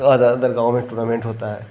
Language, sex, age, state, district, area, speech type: Hindi, male, 30-45, Uttar Pradesh, Ghazipur, urban, spontaneous